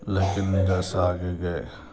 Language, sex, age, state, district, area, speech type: Urdu, male, 45-60, Telangana, Hyderabad, urban, spontaneous